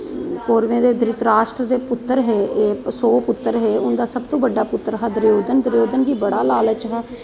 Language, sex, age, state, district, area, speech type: Dogri, female, 45-60, Jammu and Kashmir, Jammu, urban, spontaneous